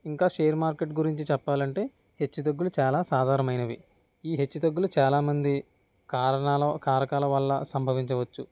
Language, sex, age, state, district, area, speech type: Telugu, male, 45-60, Andhra Pradesh, East Godavari, rural, spontaneous